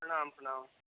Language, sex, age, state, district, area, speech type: Maithili, male, 45-60, Bihar, Supaul, rural, conversation